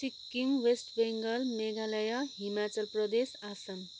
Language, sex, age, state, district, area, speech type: Nepali, female, 30-45, West Bengal, Kalimpong, rural, spontaneous